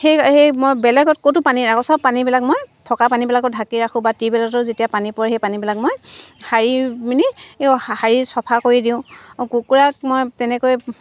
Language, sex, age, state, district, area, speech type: Assamese, female, 45-60, Assam, Dibrugarh, rural, spontaneous